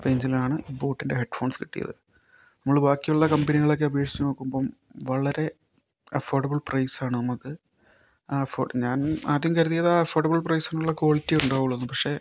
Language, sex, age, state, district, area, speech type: Malayalam, male, 30-45, Kerala, Kozhikode, urban, spontaneous